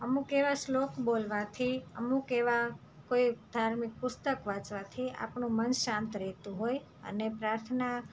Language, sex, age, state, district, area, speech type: Gujarati, female, 30-45, Gujarat, Surat, rural, spontaneous